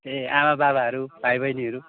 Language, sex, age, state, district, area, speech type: Nepali, male, 30-45, West Bengal, Kalimpong, rural, conversation